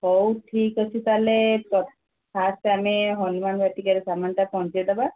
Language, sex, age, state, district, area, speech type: Odia, female, 45-60, Odisha, Sundergarh, rural, conversation